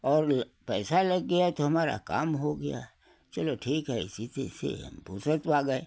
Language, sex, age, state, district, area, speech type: Hindi, male, 60+, Uttar Pradesh, Hardoi, rural, spontaneous